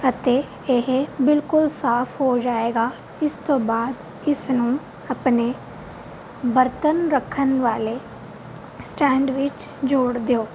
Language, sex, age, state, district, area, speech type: Punjabi, female, 18-30, Punjab, Fazilka, rural, spontaneous